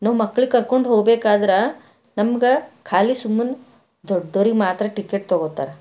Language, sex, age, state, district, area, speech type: Kannada, female, 45-60, Karnataka, Bidar, urban, spontaneous